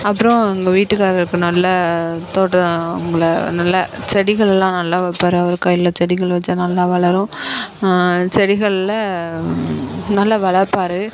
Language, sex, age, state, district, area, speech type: Tamil, female, 30-45, Tamil Nadu, Dharmapuri, urban, spontaneous